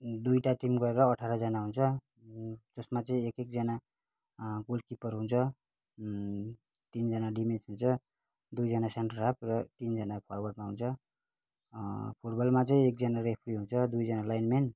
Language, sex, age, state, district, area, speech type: Nepali, male, 30-45, West Bengal, Kalimpong, rural, spontaneous